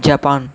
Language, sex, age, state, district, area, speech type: Telugu, male, 45-60, Andhra Pradesh, Chittoor, urban, spontaneous